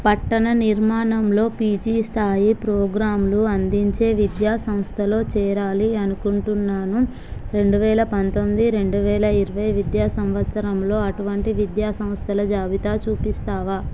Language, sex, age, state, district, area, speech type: Telugu, female, 18-30, Andhra Pradesh, Visakhapatnam, rural, read